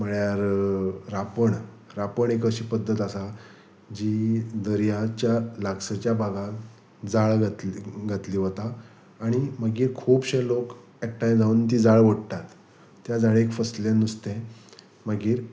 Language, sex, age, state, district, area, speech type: Goan Konkani, male, 30-45, Goa, Salcete, rural, spontaneous